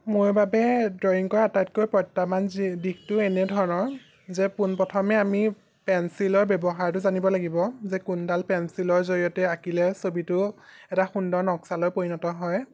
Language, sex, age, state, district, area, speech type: Assamese, male, 18-30, Assam, Jorhat, urban, spontaneous